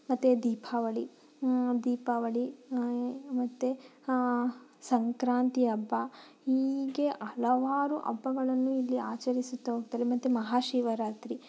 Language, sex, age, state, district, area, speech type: Kannada, female, 30-45, Karnataka, Tumkur, rural, spontaneous